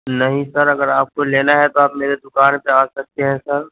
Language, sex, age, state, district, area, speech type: Urdu, male, 30-45, Uttar Pradesh, Gautam Buddha Nagar, urban, conversation